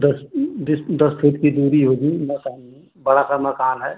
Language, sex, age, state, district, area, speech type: Hindi, male, 30-45, Uttar Pradesh, Ghazipur, rural, conversation